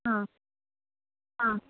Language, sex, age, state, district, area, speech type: Goan Konkani, female, 18-30, Goa, Ponda, rural, conversation